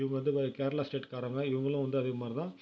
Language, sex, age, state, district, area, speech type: Tamil, male, 18-30, Tamil Nadu, Ariyalur, rural, spontaneous